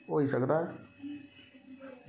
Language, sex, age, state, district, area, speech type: Dogri, male, 30-45, Jammu and Kashmir, Samba, rural, spontaneous